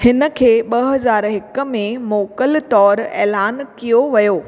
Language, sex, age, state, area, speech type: Sindhi, female, 30-45, Chhattisgarh, urban, read